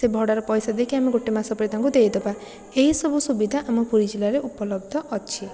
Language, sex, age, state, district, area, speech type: Odia, female, 45-60, Odisha, Puri, urban, spontaneous